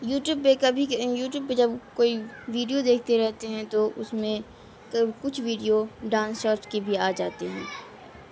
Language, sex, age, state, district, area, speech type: Urdu, female, 18-30, Bihar, Madhubani, rural, spontaneous